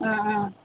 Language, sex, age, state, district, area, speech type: Telugu, female, 30-45, Telangana, Nizamabad, urban, conversation